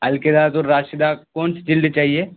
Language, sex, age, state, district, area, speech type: Urdu, male, 18-30, Bihar, Purnia, rural, conversation